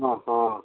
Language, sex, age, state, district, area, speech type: Odia, male, 60+, Odisha, Gajapati, rural, conversation